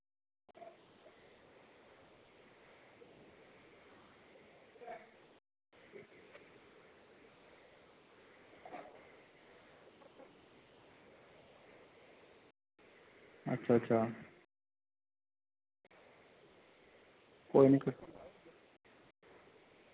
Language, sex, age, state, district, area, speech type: Dogri, male, 30-45, Jammu and Kashmir, Reasi, rural, conversation